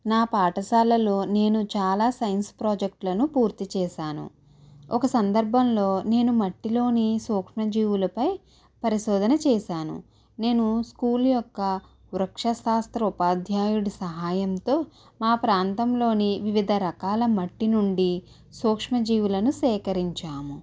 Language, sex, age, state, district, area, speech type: Telugu, female, 18-30, Andhra Pradesh, Konaseema, rural, spontaneous